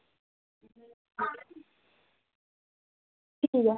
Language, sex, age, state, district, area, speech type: Dogri, female, 60+, Jammu and Kashmir, Reasi, rural, conversation